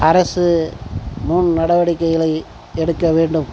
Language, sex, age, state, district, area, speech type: Tamil, male, 45-60, Tamil Nadu, Dharmapuri, rural, spontaneous